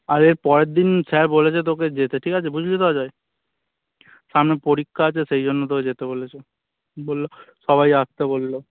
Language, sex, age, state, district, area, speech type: Bengali, male, 18-30, West Bengal, Dakshin Dinajpur, urban, conversation